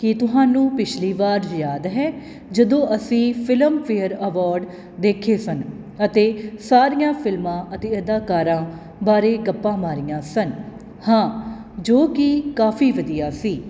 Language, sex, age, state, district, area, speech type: Punjabi, female, 30-45, Punjab, Kapurthala, urban, read